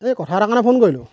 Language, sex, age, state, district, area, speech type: Assamese, male, 30-45, Assam, Golaghat, urban, spontaneous